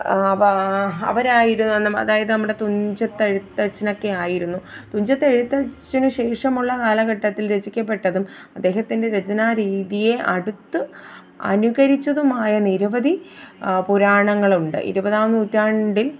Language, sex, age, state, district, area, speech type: Malayalam, female, 30-45, Kerala, Thiruvananthapuram, urban, spontaneous